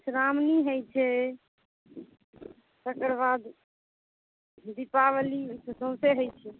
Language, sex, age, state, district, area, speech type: Maithili, female, 18-30, Bihar, Madhubani, rural, conversation